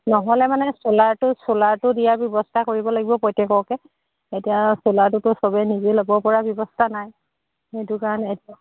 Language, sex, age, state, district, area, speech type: Assamese, female, 30-45, Assam, Charaideo, rural, conversation